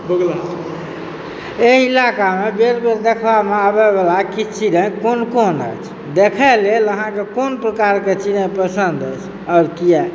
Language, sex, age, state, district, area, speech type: Maithili, male, 30-45, Bihar, Supaul, urban, spontaneous